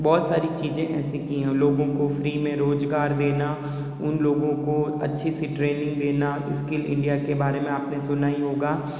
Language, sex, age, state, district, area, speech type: Hindi, male, 30-45, Rajasthan, Jodhpur, urban, spontaneous